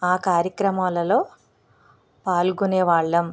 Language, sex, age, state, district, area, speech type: Telugu, female, 45-60, Andhra Pradesh, East Godavari, rural, spontaneous